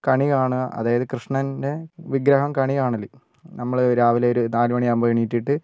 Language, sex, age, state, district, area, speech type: Malayalam, male, 18-30, Kerala, Wayanad, rural, spontaneous